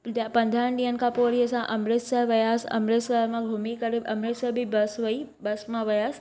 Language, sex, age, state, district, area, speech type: Sindhi, female, 18-30, Madhya Pradesh, Katni, urban, spontaneous